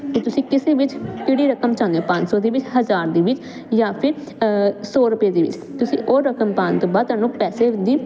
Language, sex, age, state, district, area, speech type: Punjabi, female, 18-30, Punjab, Jalandhar, urban, spontaneous